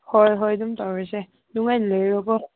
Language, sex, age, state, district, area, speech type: Manipuri, female, 18-30, Manipur, Senapati, urban, conversation